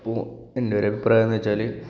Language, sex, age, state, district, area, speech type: Malayalam, male, 18-30, Kerala, Kasaragod, rural, spontaneous